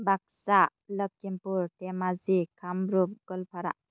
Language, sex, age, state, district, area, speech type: Bodo, female, 30-45, Assam, Baksa, rural, spontaneous